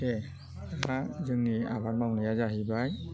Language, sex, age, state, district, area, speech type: Bodo, male, 60+, Assam, Chirang, rural, spontaneous